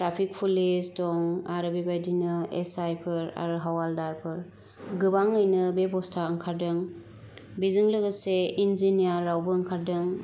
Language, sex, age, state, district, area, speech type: Bodo, female, 30-45, Assam, Kokrajhar, urban, spontaneous